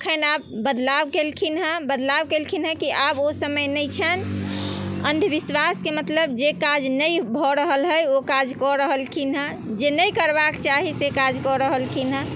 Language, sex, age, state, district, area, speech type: Maithili, female, 30-45, Bihar, Muzaffarpur, rural, spontaneous